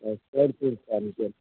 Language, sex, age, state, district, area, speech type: Gujarati, male, 18-30, Gujarat, Ahmedabad, urban, conversation